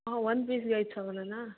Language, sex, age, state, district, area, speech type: Kannada, female, 18-30, Karnataka, Chitradurga, rural, conversation